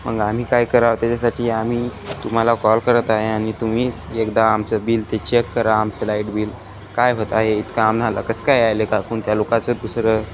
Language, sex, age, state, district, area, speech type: Marathi, male, 18-30, Maharashtra, Hingoli, urban, spontaneous